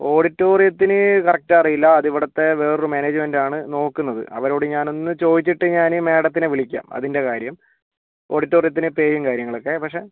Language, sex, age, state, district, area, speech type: Malayalam, female, 18-30, Kerala, Kozhikode, urban, conversation